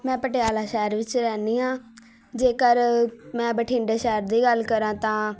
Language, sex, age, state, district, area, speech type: Punjabi, female, 18-30, Punjab, Patiala, urban, spontaneous